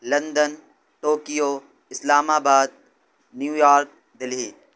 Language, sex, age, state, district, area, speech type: Urdu, male, 18-30, Delhi, North West Delhi, urban, spontaneous